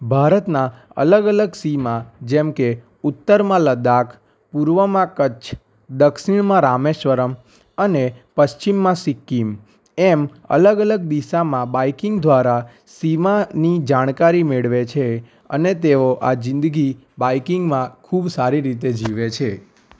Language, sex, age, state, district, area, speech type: Gujarati, male, 18-30, Gujarat, Anand, urban, spontaneous